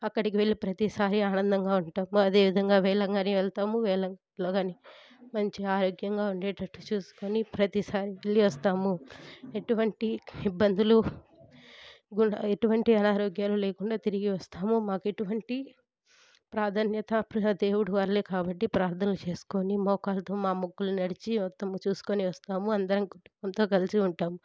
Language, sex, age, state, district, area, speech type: Telugu, female, 18-30, Andhra Pradesh, Sri Balaji, urban, spontaneous